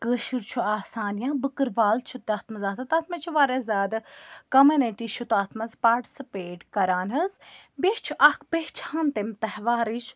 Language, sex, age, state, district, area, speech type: Kashmiri, female, 18-30, Jammu and Kashmir, Bandipora, rural, spontaneous